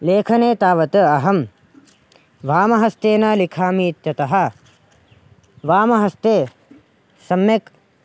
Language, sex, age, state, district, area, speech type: Sanskrit, male, 18-30, Karnataka, Raichur, urban, spontaneous